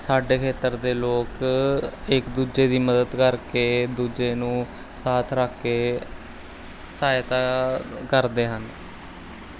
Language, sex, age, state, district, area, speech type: Punjabi, male, 18-30, Punjab, Rupnagar, urban, spontaneous